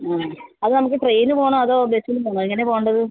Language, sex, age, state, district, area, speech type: Malayalam, female, 45-60, Kerala, Kottayam, rural, conversation